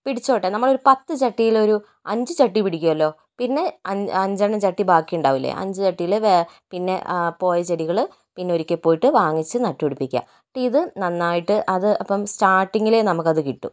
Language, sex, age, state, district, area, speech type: Malayalam, female, 30-45, Kerala, Kozhikode, urban, spontaneous